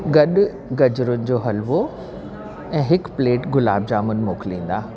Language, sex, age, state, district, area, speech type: Sindhi, female, 60+, Delhi, South Delhi, urban, spontaneous